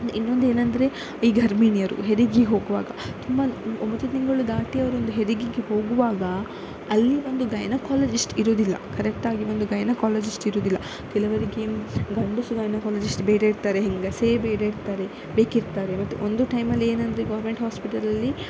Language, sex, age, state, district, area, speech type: Kannada, female, 18-30, Karnataka, Udupi, rural, spontaneous